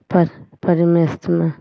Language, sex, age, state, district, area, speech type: Hindi, female, 45-60, Uttar Pradesh, Azamgarh, rural, read